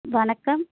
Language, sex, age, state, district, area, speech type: Tamil, female, 30-45, Tamil Nadu, Kanchipuram, urban, conversation